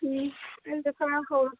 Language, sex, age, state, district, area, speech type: Manipuri, female, 30-45, Manipur, Kangpokpi, urban, conversation